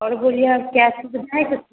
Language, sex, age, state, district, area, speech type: Hindi, female, 18-30, Bihar, Samastipur, urban, conversation